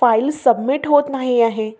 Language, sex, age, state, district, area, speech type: Marathi, female, 18-30, Maharashtra, Amravati, urban, spontaneous